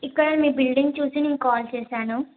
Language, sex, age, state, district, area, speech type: Telugu, female, 18-30, Telangana, Yadadri Bhuvanagiri, urban, conversation